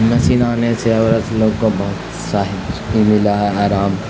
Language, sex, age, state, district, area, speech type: Urdu, male, 18-30, Bihar, Khagaria, rural, spontaneous